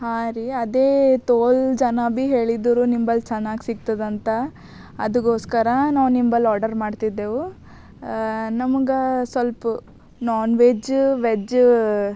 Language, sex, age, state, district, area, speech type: Kannada, female, 18-30, Karnataka, Bidar, urban, spontaneous